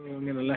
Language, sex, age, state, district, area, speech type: Malayalam, male, 18-30, Kerala, Kasaragod, rural, conversation